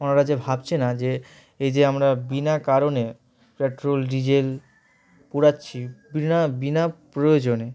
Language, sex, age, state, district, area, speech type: Bengali, male, 18-30, West Bengal, Dakshin Dinajpur, urban, spontaneous